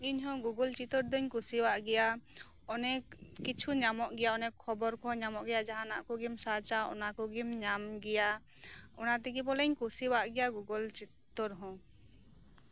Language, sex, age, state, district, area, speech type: Santali, female, 30-45, West Bengal, Birbhum, rural, spontaneous